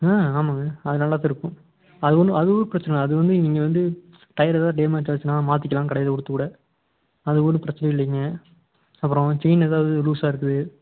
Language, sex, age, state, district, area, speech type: Tamil, male, 18-30, Tamil Nadu, Tiruppur, rural, conversation